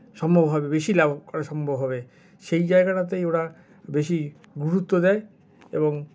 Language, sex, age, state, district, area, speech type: Bengali, male, 60+, West Bengal, Paschim Bardhaman, urban, spontaneous